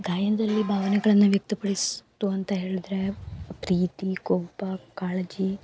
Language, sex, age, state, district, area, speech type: Kannada, female, 18-30, Karnataka, Uttara Kannada, rural, spontaneous